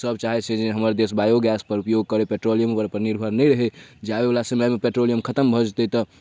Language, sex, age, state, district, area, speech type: Maithili, male, 18-30, Bihar, Darbhanga, urban, spontaneous